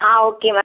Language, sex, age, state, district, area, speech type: Tamil, female, 30-45, Tamil Nadu, Dharmapuri, rural, conversation